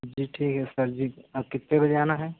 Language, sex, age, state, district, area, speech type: Hindi, male, 18-30, Uttar Pradesh, Mirzapur, rural, conversation